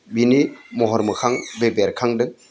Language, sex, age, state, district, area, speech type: Bodo, male, 60+, Assam, Udalguri, urban, spontaneous